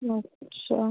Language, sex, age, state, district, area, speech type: Hindi, female, 45-60, Uttar Pradesh, Bhadohi, urban, conversation